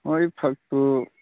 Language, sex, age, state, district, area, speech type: Manipuri, male, 18-30, Manipur, Churachandpur, rural, conversation